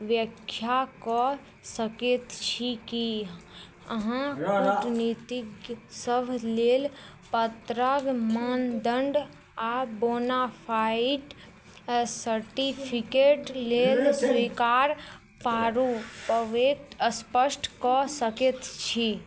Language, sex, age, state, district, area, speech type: Maithili, female, 18-30, Bihar, Araria, rural, read